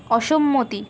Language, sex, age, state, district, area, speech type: Bengali, female, 60+, West Bengal, Purulia, urban, read